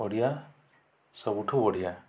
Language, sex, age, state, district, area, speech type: Odia, male, 45-60, Odisha, Kandhamal, rural, spontaneous